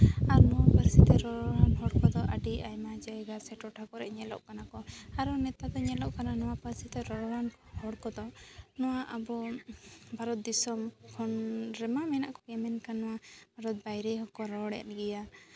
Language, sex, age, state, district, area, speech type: Santali, female, 18-30, West Bengal, Jhargram, rural, spontaneous